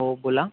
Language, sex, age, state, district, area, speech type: Marathi, male, 30-45, Maharashtra, Nagpur, rural, conversation